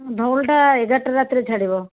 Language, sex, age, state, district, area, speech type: Odia, female, 30-45, Odisha, Jajpur, rural, conversation